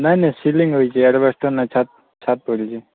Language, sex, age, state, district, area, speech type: Odia, male, 18-30, Odisha, Subarnapur, urban, conversation